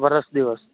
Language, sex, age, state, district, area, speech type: Gujarati, male, 30-45, Gujarat, Rajkot, rural, conversation